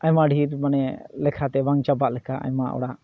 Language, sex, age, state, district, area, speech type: Santali, male, 30-45, West Bengal, Malda, rural, spontaneous